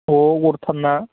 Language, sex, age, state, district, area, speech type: Bodo, male, 18-30, Assam, Baksa, rural, conversation